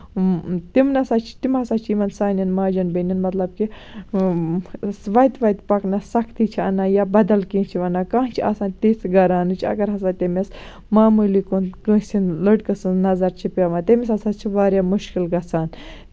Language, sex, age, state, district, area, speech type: Kashmiri, female, 18-30, Jammu and Kashmir, Baramulla, rural, spontaneous